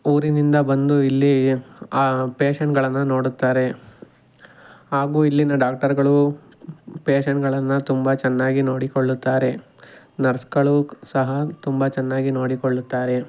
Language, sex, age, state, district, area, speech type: Kannada, male, 18-30, Karnataka, Tumkur, rural, spontaneous